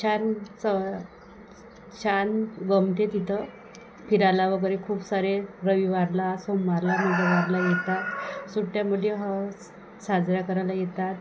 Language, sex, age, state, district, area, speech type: Marathi, female, 30-45, Maharashtra, Wardha, rural, spontaneous